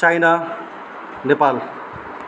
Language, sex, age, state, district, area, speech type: Nepali, male, 30-45, West Bengal, Darjeeling, rural, spontaneous